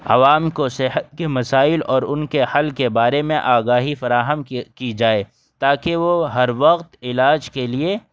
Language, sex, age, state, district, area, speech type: Urdu, male, 18-30, Delhi, North West Delhi, urban, spontaneous